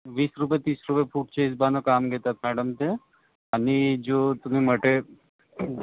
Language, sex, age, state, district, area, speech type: Marathi, male, 45-60, Maharashtra, Nagpur, urban, conversation